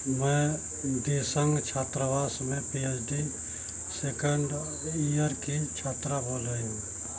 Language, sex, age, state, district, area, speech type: Hindi, male, 60+, Uttar Pradesh, Mau, rural, read